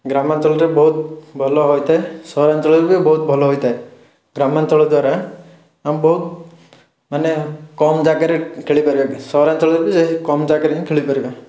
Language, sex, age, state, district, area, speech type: Odia, male, 18-30, Odisha, Rayagada, urban, spontaneous